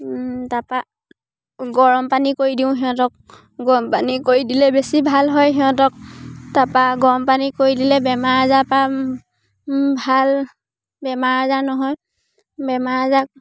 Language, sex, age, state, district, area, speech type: Assamese, female, 18-30, Assam, Sivasagar, rural, spontaneous